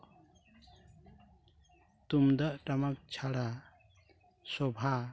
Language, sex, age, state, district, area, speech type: Santali, male, 30-45, West Bengal, Purulia, rural, spontaneous